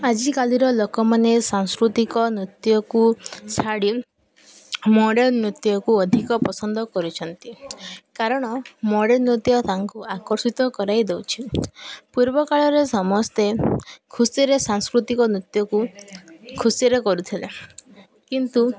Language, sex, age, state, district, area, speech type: Odia, female, 18-30, Odisha, Koraput, urban, spontaneous